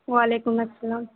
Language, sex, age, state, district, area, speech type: Urdu, female, 30-45, Bihar, Supaul, urban, conversation